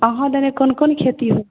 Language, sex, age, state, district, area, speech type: Maithili, female, 18-30, Bihar, Begusarai, rural, conversation